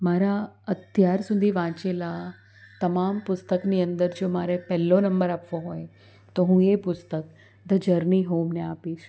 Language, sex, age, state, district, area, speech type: Gujarati, female, 30-45, Gujarat, Anand, urban, spontaneous